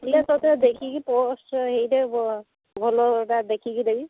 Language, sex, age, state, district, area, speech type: Odia, female, 30-45, Odisha, Sambalpur, rural, conversation